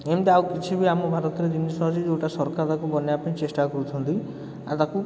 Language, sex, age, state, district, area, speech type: Odia, male, 30-45, Odisha, Puri, urban, spontaneous